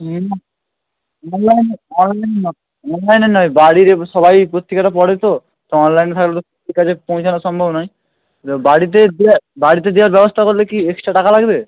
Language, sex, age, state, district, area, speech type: Bengali, male, 18-30, West Bengal, Hooghly, urban, conversation